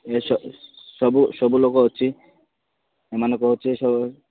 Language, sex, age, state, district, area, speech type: Odia, male, 18-30, Odisha, Malkangiri, urban, conversation